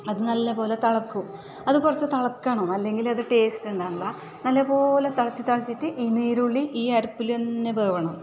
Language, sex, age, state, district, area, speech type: Malayalam, female, 45-60, Kerala, Kasaragod, urban, spontaneous